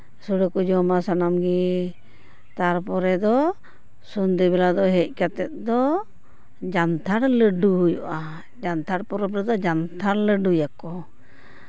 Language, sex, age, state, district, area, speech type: Santali, female, 45-60, West Bengal, Purba Bardhaman, rural, spontaneous